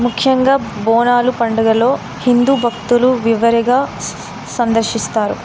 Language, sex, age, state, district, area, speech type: Telugu, female, 18-30, Telangana, Jayashankar, urban, spontaneous